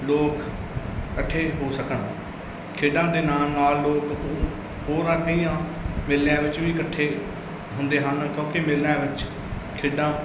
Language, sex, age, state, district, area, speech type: Punjabi, male, 30-45, Punjab, Mansa, urban, spontaneous